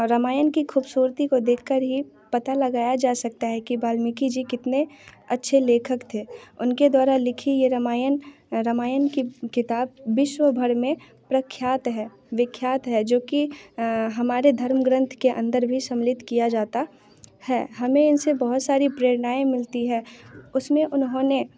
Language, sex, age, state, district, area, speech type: Hindi, female, 18-30, Bihar, Muzaffarpur, rural, spontaneous